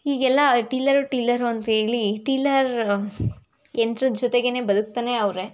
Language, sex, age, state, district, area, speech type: Kannada, female, 18-30, Karnataka, Tumkur, rural, spontaneous